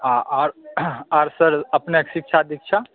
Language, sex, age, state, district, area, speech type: Maithili, male, 60+, Bihar, Saharsa, urban, conversation